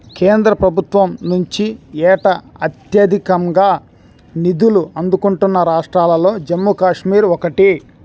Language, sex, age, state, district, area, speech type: Telugu, male, 30-45, Andhra Pradesh, Bapatla, urban, read